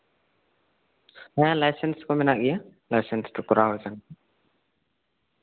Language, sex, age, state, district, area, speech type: Santali, male, 18-30, West Bengal, Bankura, rural, conversation